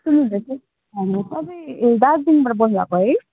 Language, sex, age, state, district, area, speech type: Nepali, female, 18-30, West Bengal, Darjeeling, rural, conversation